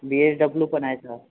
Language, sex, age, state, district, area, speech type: Marathi, male, 18-30, Maharashtra, Yavatmal, rural, conversation